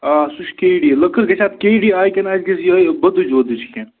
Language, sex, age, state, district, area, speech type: Kashmiri, male, 30-45, Jammu and Kashmir, Bandipora, rural, conversation